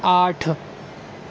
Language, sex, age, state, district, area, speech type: Urdu, male, 60+, Maharashtra, Nashik, urban, read